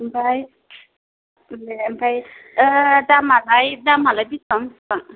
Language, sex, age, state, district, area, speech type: Bodo, female, 45-60, Assam, Kokrajhar, rural, conversation